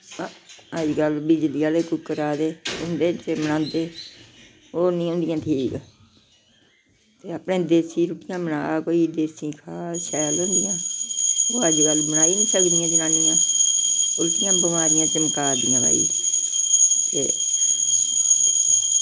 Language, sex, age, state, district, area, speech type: Dogri, female, 60+, Jammu and Kashmir, Udhampur, rural, spontaneous